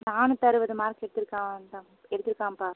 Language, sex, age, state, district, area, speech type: Tamil, female, 45-60, Tamil Nadu, Pudukkottai, rural, conversation